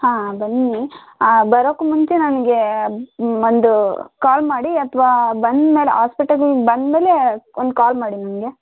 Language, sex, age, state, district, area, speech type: Kannada, female, 18-30, Karnataka, Davanagere, rural, conversation